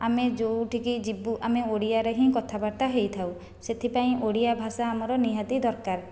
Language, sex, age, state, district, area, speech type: Odia, female, 45-60, Odisha, Khordha, rural, spontaneous